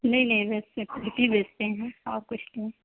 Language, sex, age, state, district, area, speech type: Urdu, female, 18-30, Uttar Pradesh, Mirzapur, rural, conversation